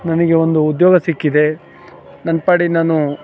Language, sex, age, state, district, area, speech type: Kannada, male, 45-60, Karnataka, Chikkamagaluru, rural, spontaneous